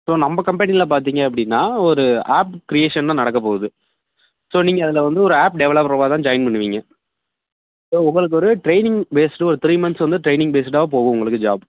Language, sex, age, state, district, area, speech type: Tamil, male, 18-30, Tamil Nadu, Thanjavur, rural, conversation